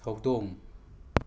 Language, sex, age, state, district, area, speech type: Manipuri, male, 60+, Manipur, Imphal West, urban, read